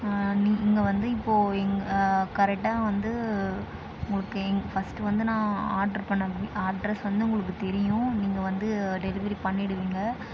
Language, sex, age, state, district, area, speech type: Tamil, female, 18-30, Tamil Nadu, Tiruvannamalai, urban, spontaneous